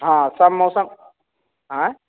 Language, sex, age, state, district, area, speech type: Maithili, male, 30-45, Bihar, Begusarai, urban, conversation